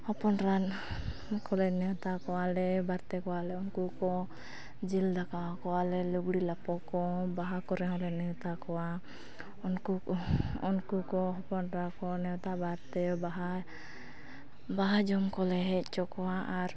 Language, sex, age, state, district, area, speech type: Santali, female, 18-30, Jharkhand, East Singhbhum, rural, spontaneous